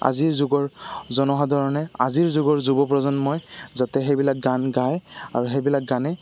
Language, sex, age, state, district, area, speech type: Assamese, male, 18-30, Assam, Goalpara, rural, spontaneous